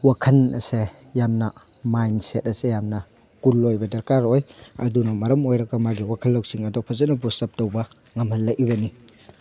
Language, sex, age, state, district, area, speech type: Manipuri, male, 30-45, Manipur, Thoubal, rural, spontaneous